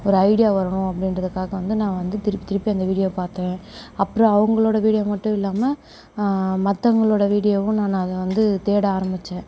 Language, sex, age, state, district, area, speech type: Tamil, female, 18-30, Tamil Nadu, Perambalur, rural, spontaneous